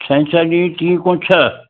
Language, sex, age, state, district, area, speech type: Sindhi, male, 60+, Maharashtra, Mumbai Suburban, urban, conversation